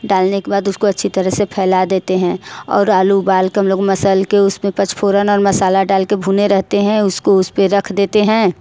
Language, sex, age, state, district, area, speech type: Hindi, female, 30-45, Uttar Pradesh, Mirzapur, rural, spontaneous